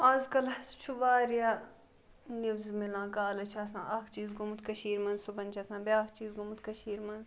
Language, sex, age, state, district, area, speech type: Kashmiri, female, 30-45, Jammu and Kashmir, Ganderbal, rural, spontaneous